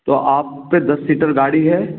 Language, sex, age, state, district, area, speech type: Hindi, male, 45-60, Madhya Pradesh, Gwalior, rural, conversation